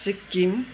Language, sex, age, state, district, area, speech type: Nepali, male, 18-30, West Bengal, Darjeeling, rural, spontaneous